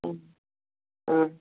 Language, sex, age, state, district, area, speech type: Odia, female, 60+, Odisha, Gajapati, rural, conversation